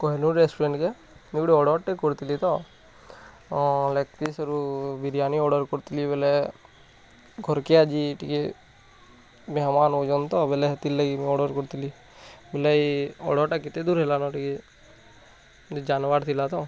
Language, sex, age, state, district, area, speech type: Odia, male, 18-30, Odisha, Bargarh, urban, spontaneous